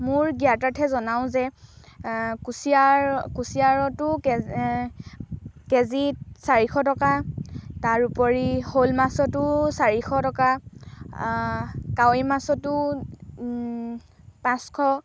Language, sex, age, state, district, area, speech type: Assamese, female, 18-30, Assam, Dhemaji, rural, spontaneous